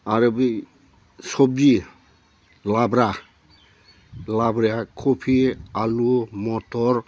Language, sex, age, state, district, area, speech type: Bodo, male, 60+, Assam, Udalguri, rural, spontaneous